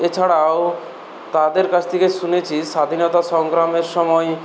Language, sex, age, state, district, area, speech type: Bengali, male, 18-30, West Bengal, Purulia, rural, spontaneous